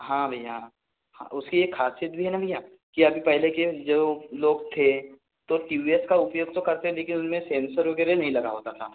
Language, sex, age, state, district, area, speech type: Hindi, male, 60+, Madhya Pradesh, Balaghat, rural, conversation